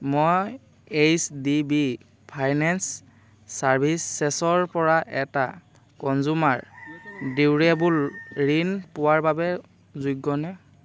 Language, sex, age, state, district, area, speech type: Assamese, male, 18-30, Assam, Dhemaji, rural, read